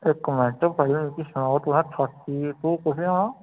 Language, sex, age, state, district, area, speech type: Dogri, male, 18-30, Jammu and Kashmir, Udhampur, rural, conversation